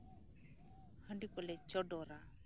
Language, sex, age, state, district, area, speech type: Santali, female, 30-45, West Bengal, Birbhum, rural, spontaneous